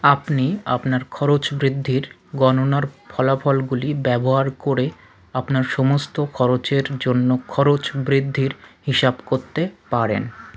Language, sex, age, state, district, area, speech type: Bengali, male, 45-60, West Bengal, South 24 Parganas, rural, read